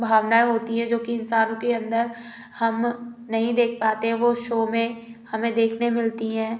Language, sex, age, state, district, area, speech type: Hindi, female, 18-30, Madhya Pradesh, Gwalior, urban, spontaneous